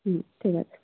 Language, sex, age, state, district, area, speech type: Bengali, female, 18-30, West Bengal, North 24 Parganas, rural, conversation